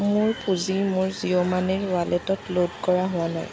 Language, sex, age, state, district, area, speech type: Assamese, female, 18-30, Assam, Jorhat, rural, read